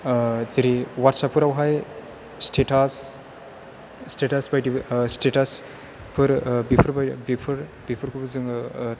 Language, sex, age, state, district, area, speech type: Bodo, male, 18-30, Assam, Chirang, rural, spontaneous